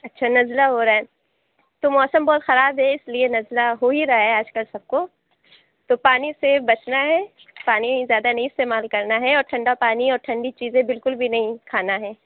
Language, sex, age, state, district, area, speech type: Urdu, female, 18-30, Uttar Pradesh, Lucknow, rural, conversation